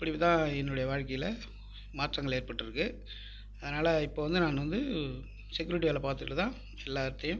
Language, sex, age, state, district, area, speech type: Tamil, male, 60+, Tamil Nadu, Viluppuram, rural, spontaneous